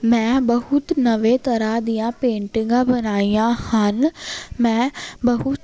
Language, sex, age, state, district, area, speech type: Punjabi, female, 18-30, Punjab, Jalandhar, urban, spontaneous